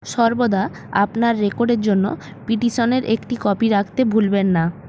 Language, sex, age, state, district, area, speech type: Bengali, female, 30-45, West Bengal, Purba Medinipur, rural, read